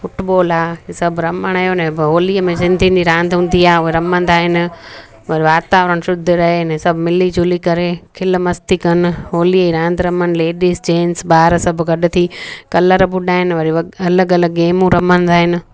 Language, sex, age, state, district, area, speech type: Sindhi, female, 30-45, Gujarat, Junagadh, rural, spontaneous